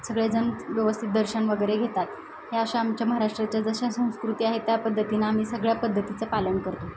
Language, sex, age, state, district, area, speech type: Marathi, female, 30-45, Maharashtra, Osmanabad, rural, spontaneous